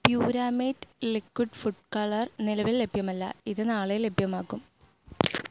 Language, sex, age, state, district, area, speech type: Malayalam, female, 18-30, Kerala, Ernakulam, rural, read